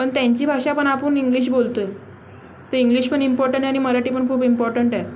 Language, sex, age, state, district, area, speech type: Marathi, female, 18-30, Maharashtra, Mumbai Suburban, urban, spontaneous